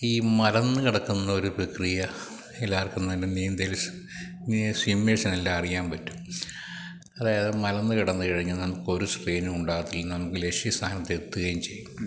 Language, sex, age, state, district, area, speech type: Malayalam, male, 45-60, Kerala, Kottayam, rural, spontaneous